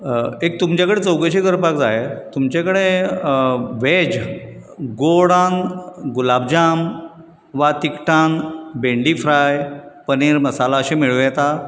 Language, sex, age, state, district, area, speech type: Goan Konkani, male, 45-60, Goa, Bardez, urban, spontaneous